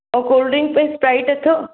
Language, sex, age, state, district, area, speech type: Sindhi, female, 45-60, Maharashtra, Mumbai Suburban, urban, conversation